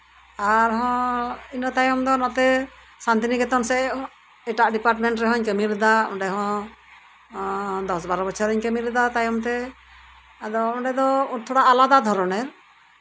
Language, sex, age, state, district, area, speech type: Santali, female, 60+, West Bengal, Birbhum, rural, spontaneous